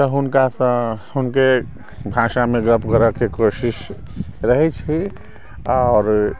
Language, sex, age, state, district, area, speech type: Maithili, male, 60+, Bihar, Sitamarhi, rural, spontaneous